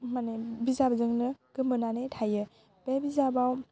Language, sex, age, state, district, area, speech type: Bodo, female, 18-30, Assam, Baksa, rural, spontaneous